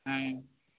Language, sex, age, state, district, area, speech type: Maithili, male, 30-45, Bihar, Madhubani, rural, conversation